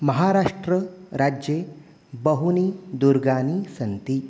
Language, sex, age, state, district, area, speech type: Sanskrit, male, 30-45, Maharashtra, Nagpur, urban, spontaneous